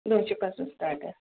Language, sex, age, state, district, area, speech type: Marathi, female, 45-60, Maharashtra, Akola, urban, conversation